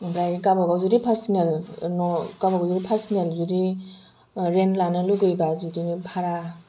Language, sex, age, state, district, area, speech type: Bodo, female, 45-60, Assam, Kokrajhar, rural, spontaneous